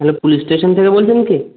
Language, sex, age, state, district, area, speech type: Bengali, male, 45-60, West Bengal, Birbhum, urban, conversation